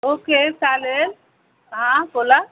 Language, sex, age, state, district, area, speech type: Marathi, female, 45-60, Maharashtra, Thane, urban, conversation